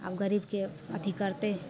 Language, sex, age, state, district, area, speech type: Maithili, female, 30-45, Bihar, Madhepura, rural, spontaneous